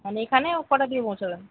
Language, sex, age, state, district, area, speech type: Bengali, female, 18-30, West Bengal, North 24 Parganas, rural, conversation